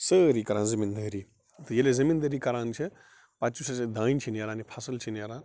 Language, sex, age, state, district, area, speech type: Kashmiri, male, 30-45, Jammu and Kashmir, Bandipora, rural, spontaneous